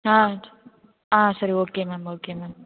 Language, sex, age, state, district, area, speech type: Tamil, female, 18-30, Tamil Nadu, Thanjavur, rural, conversation